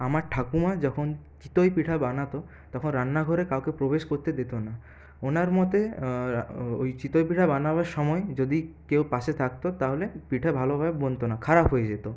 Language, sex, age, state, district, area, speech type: Bengali, male, 30-45, West Bengal, Purulia, urban, spontaneous